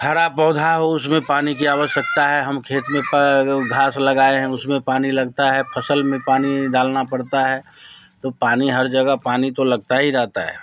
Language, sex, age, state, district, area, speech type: Hindi, male, 60+, Bihar, Darbhanga, urban, spontaneous